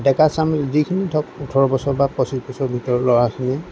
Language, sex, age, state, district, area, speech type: Assamese, male, 45-60, Assam, Lakhimpur, rural, spontaneous